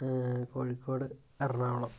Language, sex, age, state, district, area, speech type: Malayalam, male, 18-30, Kerala, Kozhikode, rural, spontaneous